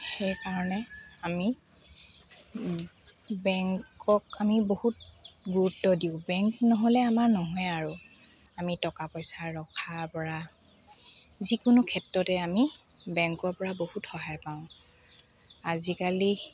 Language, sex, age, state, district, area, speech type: Assamese, female, 30-45, Assam, Dhemaji, urban, spontaneous